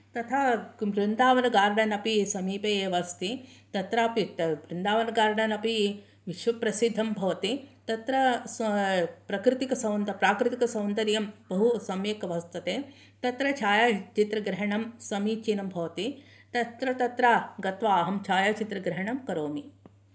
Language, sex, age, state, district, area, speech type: Sanskrit, female, 60+, Karnataka, Mysore, urban, spontaneous